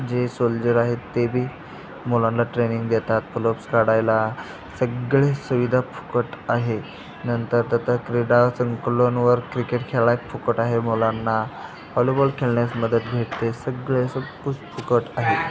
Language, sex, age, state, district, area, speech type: Marathi, male, 18-30, Maharashtra, Sangli, urban, spontaneous